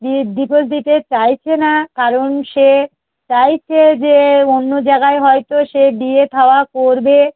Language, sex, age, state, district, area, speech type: Bengali, female, 45-60, West Bengal, Darjeeling, urban, conversation